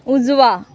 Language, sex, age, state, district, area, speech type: Marathi, female, 18-30, Maharashtra, Sindhudurg, rural, read